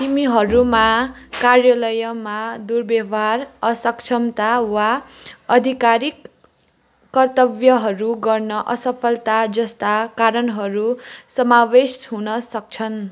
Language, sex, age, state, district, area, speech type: Nepali, female, 30-45, West Bengal, Kalimpong, rural, read